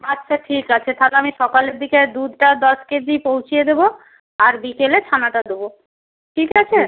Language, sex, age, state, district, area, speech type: Bengali, female, 45-60, West Bengal, Jalpaiguri, rural, conversation